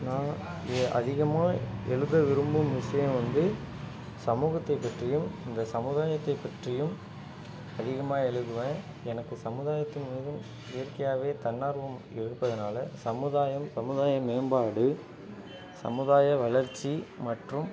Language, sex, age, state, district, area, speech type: Tamil, male, 30-45, Tamil Nadu, Ariyalur, rural, spontaneous